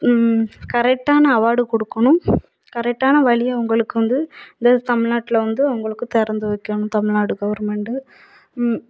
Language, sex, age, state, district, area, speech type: Tamil, female, 30-45, Tamil Nadu, Thoothukudi, urban, spontaneous